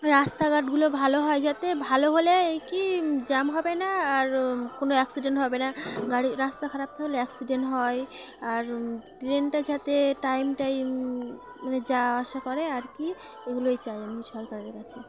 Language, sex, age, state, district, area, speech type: Bengali, female, 18-30, West Bengal, Birbhum, urban, spontaneous